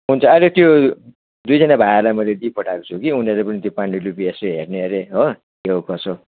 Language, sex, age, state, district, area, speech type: Nepali, male, 60+, West Bengal, Darjeeling, rural, conversation